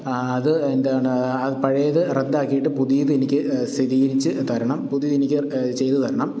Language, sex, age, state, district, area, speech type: Malayalam, male, 30-45, Kerala, Pathanamthitta, rural, spontaneous